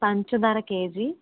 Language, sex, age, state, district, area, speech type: Telugu, female, 30-45, Andhra Pradesh, Kakinada, rural, conversation